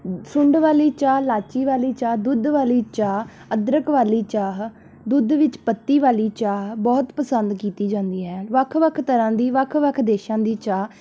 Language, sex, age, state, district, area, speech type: Punjabi, female, 18-30, Punjab, Tarn Taran, urban, spontaneous